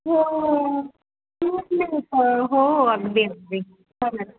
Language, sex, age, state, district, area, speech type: Marathi, female, 45-60, Maharashtra, Pune, urban, conversation